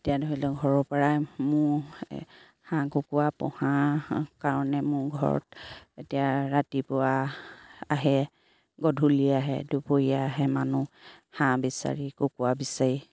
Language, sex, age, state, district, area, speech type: Assamese, female, 30-45, Assam, Sivasagar, rural, spontaneous